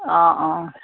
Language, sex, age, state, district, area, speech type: Assamese, female, 45-60, Assam, Udalguri, rural, conversation